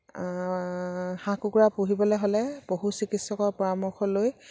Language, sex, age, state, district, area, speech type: Assamese, female, 45-60, Assam, Dibrugarh, rural, spontaneous